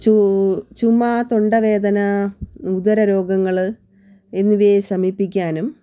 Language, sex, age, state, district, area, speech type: Malayalam, female, 30-45, Kerala, Thiruvananthapuram, rural, spontaneous